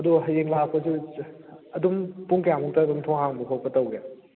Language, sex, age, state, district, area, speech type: Manipuri, male, 18-30, Manipur, Kakching, rural, conversation